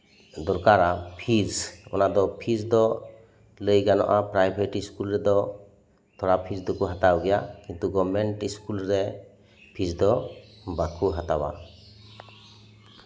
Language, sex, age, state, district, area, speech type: Santali, male, 45-60, West Bengal, Birbhum, rural, spontaneous